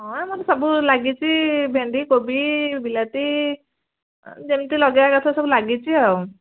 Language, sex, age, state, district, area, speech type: Odia, female, 18-30, Odisha, Kendujhar, urban, conversation